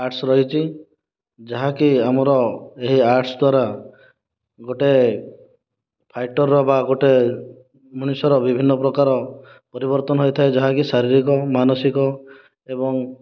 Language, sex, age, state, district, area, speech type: Odia, male, 30-45, Odisha, Kandhamal, rural, spontaneous